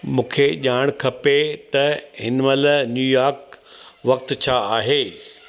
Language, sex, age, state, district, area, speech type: Sindhi, male, 60+, Delhi, South Delhi, urban, read